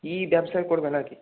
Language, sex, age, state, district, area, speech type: Bengali, male, 18-30, West Bengal, Hooghly, urban, conversation